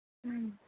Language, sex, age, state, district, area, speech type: Punjabi, female, 45-60, Punjab, Mohali, rural, conversation